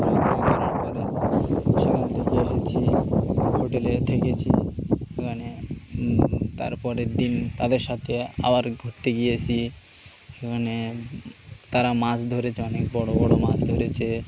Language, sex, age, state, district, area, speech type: Bengali, male, 18-30, West Bengal, Birbhum, urban, spontaneous